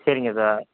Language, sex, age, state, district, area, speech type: Tamil, male, 30-45, Tamil Nadu, Krishnagiri, rural, conversation